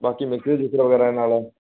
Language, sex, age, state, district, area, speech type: Punjabi, male, 45-60, Punjab, Barnala, rural, conversation